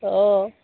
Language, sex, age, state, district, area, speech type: Assamese, female, 30-45, Assam, Kamrup Metropolitan, urban, conversation